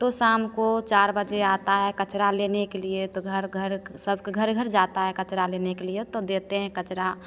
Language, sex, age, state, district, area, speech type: Hindi, female, 30-45, Bihar, Begusarai, urban, spontaneous